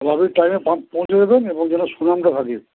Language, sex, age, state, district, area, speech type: Bengali, male, 60+, West Bengal, Dakshin Dinajpur, rural, conversation